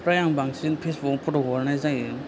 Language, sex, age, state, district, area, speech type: Bodo, male, 30-45, Assam, Chirang, rural, spontaneous